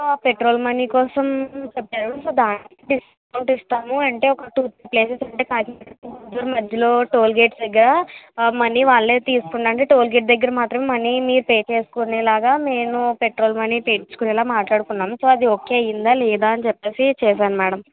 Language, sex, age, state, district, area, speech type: Telugu, female, 60+, Andhra Pradesh, Kakinada, rural, conversation